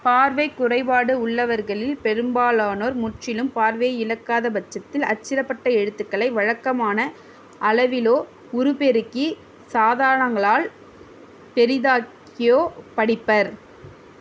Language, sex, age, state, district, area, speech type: Tamil, female, 18-30, Tamil Nadu, Tiruvarur, rural, read